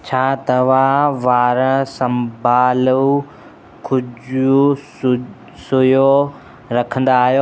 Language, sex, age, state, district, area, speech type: Sindhi, male, 18-30, Gujarat, Kutch, rural, read